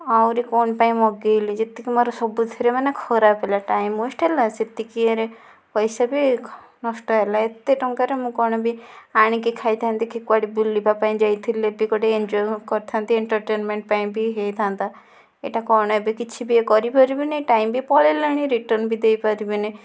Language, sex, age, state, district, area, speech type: Odia, female, 45-60, Odisha, Kandhamal, rural, spontaneous